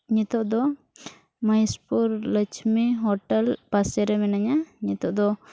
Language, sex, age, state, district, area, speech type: Santali, female, 18-30, Jharkhand, Pakur, rural, spontaneous